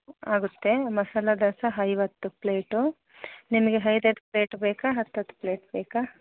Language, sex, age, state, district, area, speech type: Kannada, female, 30-45, Karnataka, Chitradurga, rural, conversation